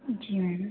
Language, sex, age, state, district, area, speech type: Hindi, female, 18-30, Madhya Pradesh, Hoshangabad, rural, conversation